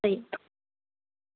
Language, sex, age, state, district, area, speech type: Sindhi, female, 18-30, Maharashtra, Thane, urban, conversation